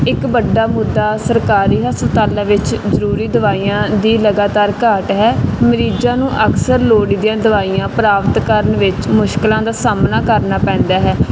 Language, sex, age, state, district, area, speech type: Punjabi, female, 18-30, Punjab, Barnala, urban, spontaneous